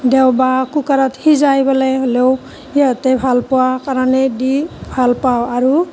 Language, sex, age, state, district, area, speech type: Assamese, female, 30-45, Assam, Nalbari, rural, spontaneous